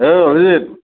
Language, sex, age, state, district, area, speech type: Assamese, male, 30-45, Assam, Tinsukia, urban, conversation